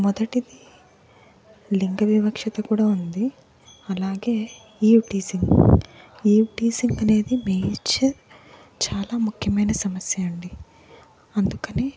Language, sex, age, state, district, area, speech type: Telugu, female, 30-45, Andhra Pradesh, Guntur, urban, spontaneous